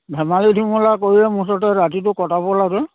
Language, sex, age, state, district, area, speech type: Assamese, male, 60+, Assam, Dhemaji, rural, conversation